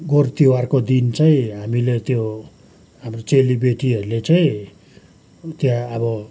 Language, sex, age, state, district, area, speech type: Nepali, male, 60+, West Bengal, Kalimpong, rural, spontaneous